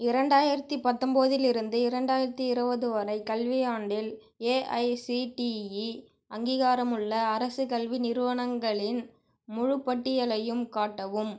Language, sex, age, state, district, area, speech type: Tamil, male, 18-30, Tamil Nadu, Cuddalore, rural, read